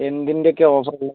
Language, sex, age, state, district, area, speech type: Malayalam, male, 45-60, Kerala, Wayanad, rural, conversation